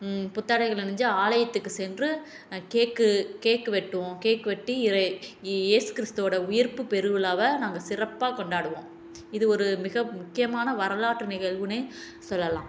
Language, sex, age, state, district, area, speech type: Tamil, female, 30-45, Tamil Nadu, Tiruchirappalli, rural, spontaneous